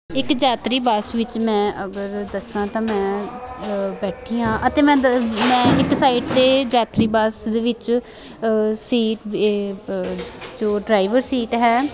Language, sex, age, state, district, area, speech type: Punjabi, female, 18-30, Punjab, Amritsar, rural, spontaneous